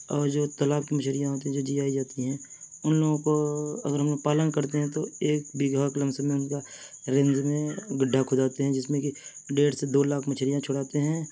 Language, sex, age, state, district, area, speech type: Urdu, male, 30-45, Uttar Pradesh, Mirzapur, rural, spontaneous